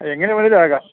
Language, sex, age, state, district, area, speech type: Malayalam, male, 60+, Kerala, Kottayam, urban, conversation